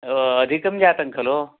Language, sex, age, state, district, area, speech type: Sanskrit, male, 45-60, Karnataka, Uttara Kannada, rural, conversation